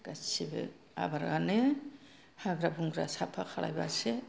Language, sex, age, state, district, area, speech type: Bodo, female, 60+, Assam, Kokrajhar, rural, spontaneous